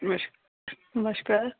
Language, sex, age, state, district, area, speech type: Punjabi, female, 45-60, Punjab, Fazilka, rural, conversation